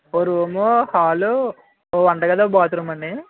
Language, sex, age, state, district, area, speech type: Telugu, male, 18-30, Andhra Pradesh, East Godavari, rural, conversation